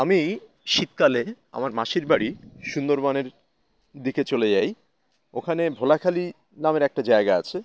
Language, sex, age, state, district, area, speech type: Bengali, male, 30-45, West Bengal, Howrah, urban, spontaneous